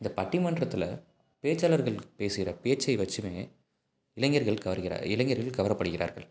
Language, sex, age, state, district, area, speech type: Tamil, male, 18-30, Tamil Nadu, Salem, rural, spontaneous